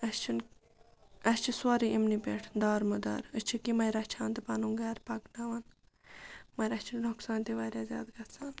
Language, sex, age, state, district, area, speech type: Kashmiri, female, 45-60, Jammu and Kashmir, Ganderbal, rural, spontaneous